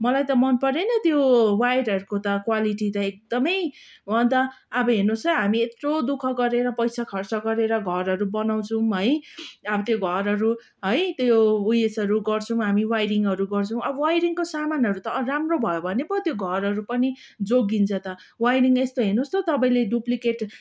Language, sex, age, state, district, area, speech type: Nepali, female, 30-45, West Bengal, Darjeeling, rural, spontaneous